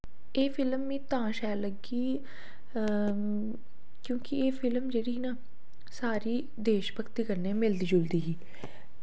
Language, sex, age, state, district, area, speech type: Dogri, female, 18-30, Jammu and Kashmir, Reasi, rural, spontaneous